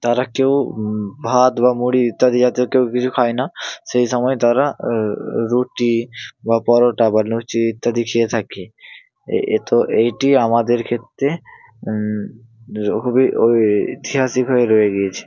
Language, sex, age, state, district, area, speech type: Bengali, male, 18-30, West Bengal, Hooghly, urban, spontaneous